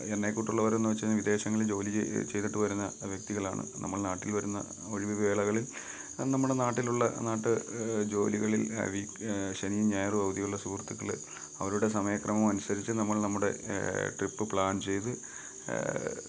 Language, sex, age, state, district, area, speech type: Malayalam, male, 30-45, Kerala, Kottayam, rural, spontaneous